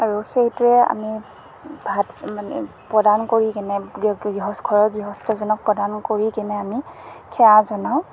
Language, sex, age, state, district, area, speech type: Assamese, female, 30-45, Assam, Morigaon, rural, spontaneous